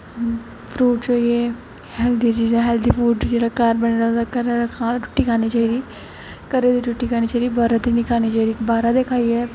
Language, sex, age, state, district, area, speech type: Dogri, female, 18-30, Jammu and Kashmir, Jammu, urban, spontaneous